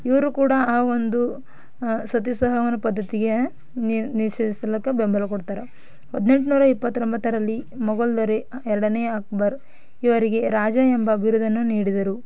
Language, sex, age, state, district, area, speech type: Kannada, female, 18-30, Karnataka, Bidar, rural, spontaneous